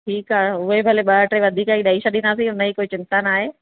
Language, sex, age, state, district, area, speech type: Sindhi, female, 30-45, Madhya Pradesh, Katni, urban, conversation